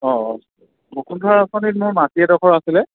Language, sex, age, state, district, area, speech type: Assamese, male, 18-30, Assam, Lakhimpur, urban, conversation